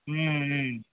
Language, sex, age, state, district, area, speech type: Tamil, male, 18-30, Tamil Nadu, Madurai, rural, conversation